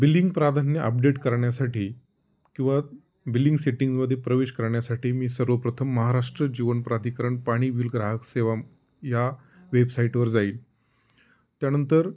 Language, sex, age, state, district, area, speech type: Marathi, male, 30-45, Maharashtra, Ahmednagar, rural, spontaneous